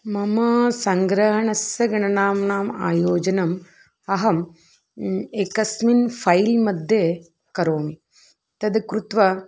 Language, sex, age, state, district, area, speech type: Sanskrit, female, 30-45, Karnataka, Dharwad, urban, spontaneous